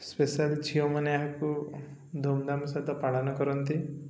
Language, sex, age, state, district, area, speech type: Odia, male, 30-45, Odisha, Koraput, urban, spontaneous